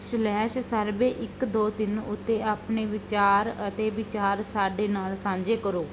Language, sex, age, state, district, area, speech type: Punjabi, female, 30-45, Punjab, Barnala, urban, read